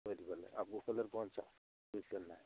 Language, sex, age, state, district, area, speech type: Hindi, male, 18-30, Rajasthan, Nagaur, rural, conversation